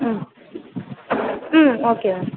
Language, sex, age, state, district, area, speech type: Tamil, male, 18-30, Tamil Nadu, Sivaganga, rural, conversation